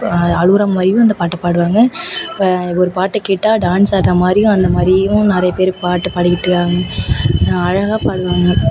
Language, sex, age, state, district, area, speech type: Tamil, female, 18-30, Tamil Nadu, Thanjavur, urban, spontaneous